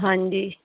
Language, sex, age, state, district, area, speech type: Punjabi, female, 45-60, Punjab, Bathinda, rural, conversation